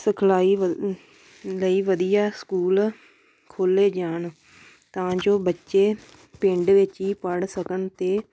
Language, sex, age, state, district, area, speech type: Punjabi, female, 18-30, Punjab, Tarn Taran, rural, spontaneous